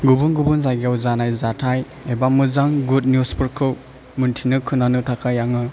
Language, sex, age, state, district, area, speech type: Bodo, male, 18-30, Assam, Chirang, urban, spontaneous